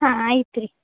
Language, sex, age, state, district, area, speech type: Kannada, female, 18-30, Karnataka, Gadag, urban, conversation